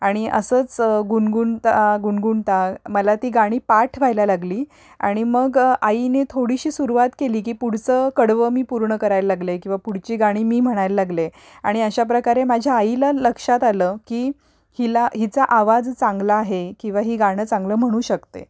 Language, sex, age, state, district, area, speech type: Marathi, female, 30-45, Maharashtra, Pune, urban, spontaneous